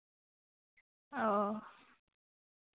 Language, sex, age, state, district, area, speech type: Santali, female, 18-30, West Bengal, Jhargram, rural, conversation